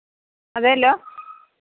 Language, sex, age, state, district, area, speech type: Malayalam, female, 45-60, Kerala, Pathanamthitta, rural, conversation